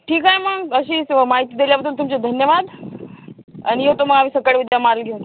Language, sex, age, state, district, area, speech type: Marathi, female, 18-30, Maharashtra, Washim, rural, conversation